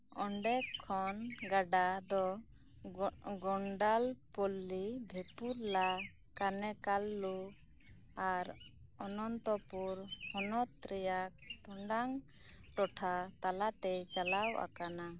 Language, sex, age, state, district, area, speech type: Santali, female, 18-30, West Bengal, Birbhum, rural, read